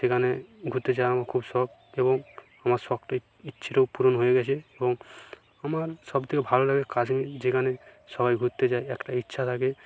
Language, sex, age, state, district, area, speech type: Bengali, male, 45-60, West Bengal, Purba Medinipur, rural, spontaneous